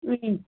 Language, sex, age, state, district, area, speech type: Tamil, female, 30-45, Tamil Nadu, Madurai, urban, conversation